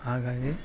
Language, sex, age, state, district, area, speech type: Kannada, male, 45-60, Karnataka, Koppal, urban, spontaneous